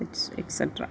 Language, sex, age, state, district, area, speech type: Malayalam, female, 45-60, Kerala, Thiruvananthapuram, rural, spontaneous